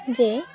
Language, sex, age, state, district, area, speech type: Odia, female, 18-30, Odisha, Kendrapara, urban, spontaneous